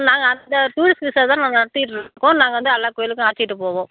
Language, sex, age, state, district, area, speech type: Tamil, female, 60+, Tamil Nadu, Ariyalur, rural, conversation